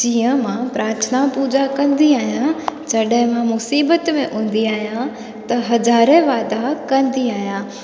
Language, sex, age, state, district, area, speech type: Sindhi, female, 18-30, Gujarat, Junagadh, rural, spontaneous